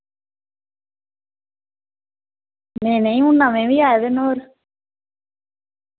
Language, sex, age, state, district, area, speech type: Dogri, female, 30-45, Jammu and Kashmir, Reasi, rural, conversation